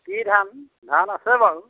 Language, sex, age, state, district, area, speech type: Assamese, male, 45-60, Assam, Majuli, urban, conversation